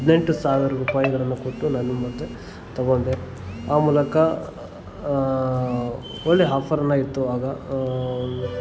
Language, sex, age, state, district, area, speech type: Kannada, male, 30-45, Karnataka, Kolar, rural, spontaneous